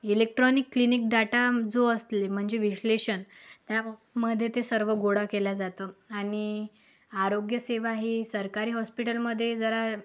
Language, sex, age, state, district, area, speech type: Marathi, female, 18-30, Maharashtra, Akola, urban, spontaneous